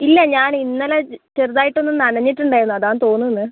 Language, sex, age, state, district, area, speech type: Malayalam, female, 18-30, Kerala, Wayanad, rural, conversation